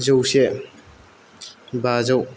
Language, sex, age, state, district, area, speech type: Bodo, male, 18-30, Assam, Kokrajhar, rural, spontaneous